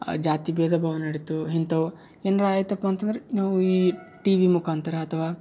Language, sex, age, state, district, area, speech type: Kannada, male, 18-30, Karnataka, Yadgir, urban, spontaneous